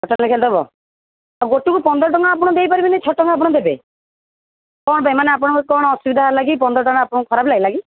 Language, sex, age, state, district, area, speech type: Odia, female, 45-60, Odisha, Sundergarh, rural, conversation